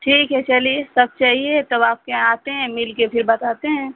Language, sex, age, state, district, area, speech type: Hindi, female, 30-45, Uttar Pradesh, Mau, rural, conversation